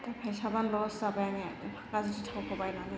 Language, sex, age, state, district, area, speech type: Bodo, female, 60+, Assam, Chirang, rural, spontaneous